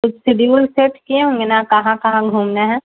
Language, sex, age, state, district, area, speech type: Urdu, female, 30-45, Bihar, Gaya, rural, conversation